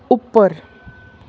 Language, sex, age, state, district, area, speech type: Punjabi, female, 30-45, Punjab, Pathankot, rural, read